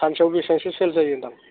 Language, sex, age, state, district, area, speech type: Bodo, male, 45-60, Assam, Udalguri, rural, conversation